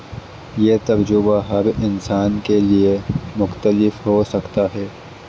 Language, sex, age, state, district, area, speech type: Urdu, male, 18-30, Delhi, East Delhi, urban, spontaneous